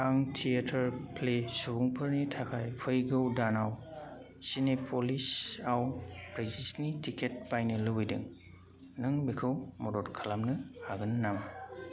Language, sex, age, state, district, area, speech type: Bodo, male, 18-30, Assam, Kokrajhar, rural, read